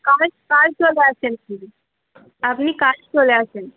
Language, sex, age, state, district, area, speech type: Bengali, female, 18-30, West Bengal, Uttar Dinajpur, urban, conversation